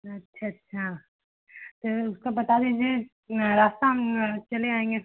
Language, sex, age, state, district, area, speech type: Hindi, female, 18-30, Uttar Pradesh, Chandauli, rural, conversation